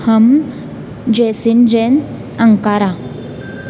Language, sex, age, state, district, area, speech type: Marathi, female, 18-30, Maharashtra, Kolhapur, urban, spontaneous